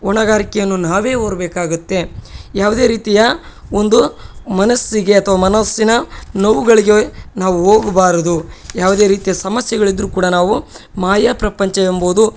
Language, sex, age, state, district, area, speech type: Kannada, male, 30-45, Karnataka, Bellary, rural, spontaneous